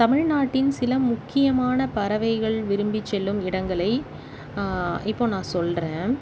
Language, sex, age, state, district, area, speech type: Tamil, female, 30-45, Tamil Nadu, Chennai, urban, spontaneous